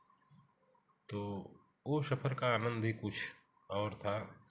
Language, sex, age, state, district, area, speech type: Hindi, male, 45-60, Uttar Pradesh, Jaunpur, urban, spontaneous